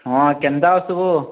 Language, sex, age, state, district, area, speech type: Odia, male, 45-60, Odisha, Nuapada, urban, conversation